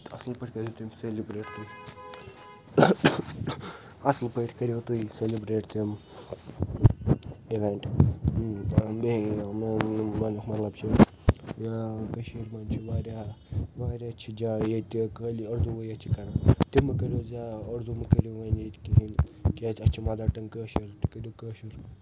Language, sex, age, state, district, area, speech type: Kashmiri, male, 18-30, Jammu and Kashmir, Srinagar, urban, spontaneous